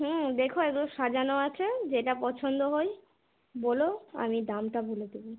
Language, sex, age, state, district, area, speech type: Bengali, female, 18-30, West Bengal, Malda, urban, conversation